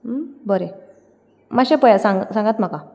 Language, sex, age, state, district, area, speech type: Goan Konkani, female, 18-30, Goa, Ponda, rural, spontaneous